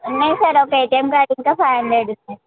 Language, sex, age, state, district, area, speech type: Telugu, female, 18-30, Telangana, Mahbubnagar, rural, conversation